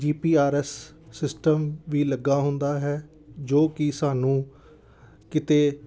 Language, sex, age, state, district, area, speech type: Punjabi, male, 30-45, Punjab, Amritsar, urban, spontaneous